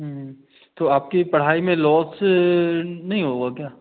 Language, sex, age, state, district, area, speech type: Hindi, male, 18-30, Madhya Pradesh, Katni, urban, conversation